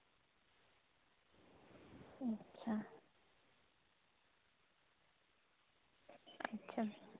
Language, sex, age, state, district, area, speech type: Santali, female, 18-30, West Bengal, Jhargram, rural, conversation